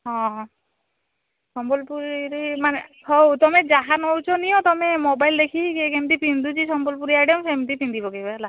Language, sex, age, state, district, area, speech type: Odia, female, 18-30, Odisha, Balasore, rural, conversation